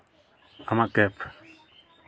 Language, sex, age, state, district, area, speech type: Santali, male, 18-30, West Bengal, Malda, rural, spontaneous